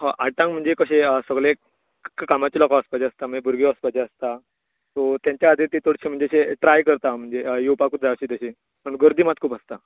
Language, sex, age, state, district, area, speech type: Goan Konkani, male, 18-30, Goa, Tiswadi, rural, conversation